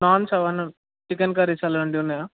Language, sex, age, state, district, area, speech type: Telugu, male, 18-30, Telangana, Sangareddy, urban, conversation